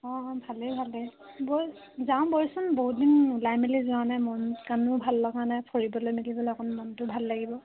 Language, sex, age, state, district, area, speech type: Assamese, female, 18-30, Assam, Sivasagar, rural, conversation